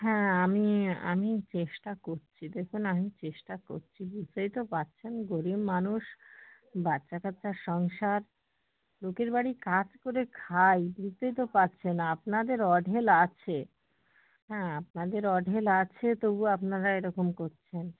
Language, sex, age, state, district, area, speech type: Bengali, female, 18-30, West Bengal, Hooghly, urban, conversation